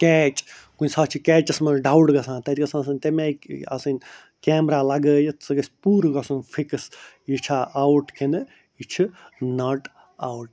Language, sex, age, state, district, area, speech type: Kashmiri, male, 60+, Jammu and Kashmir, Ganderbal, rural, spontaneous